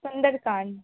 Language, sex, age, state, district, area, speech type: Hindi, female, 18-30, Madhya Pradesh, Balaghat, rural, conversation